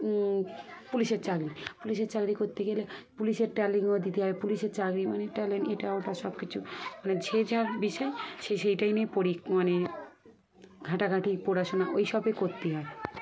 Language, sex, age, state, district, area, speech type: Bengali, female, 30-45, West Bengal, Dakshin Dinajpur, urban, spontaneous